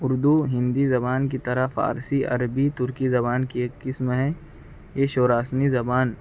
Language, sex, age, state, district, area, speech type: Urdu, male, 18-30, Maharashtra, Nashik, urban, spontaneous